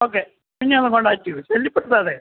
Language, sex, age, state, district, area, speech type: Malayalam, male, 18-30, Kerala, Idukki, rural, conversation